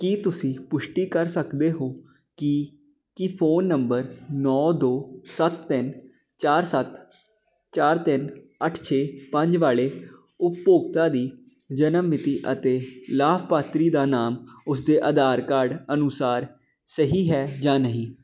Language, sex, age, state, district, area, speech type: Punjabi, male, 18-30, Punjab, Jalandhar, urban, read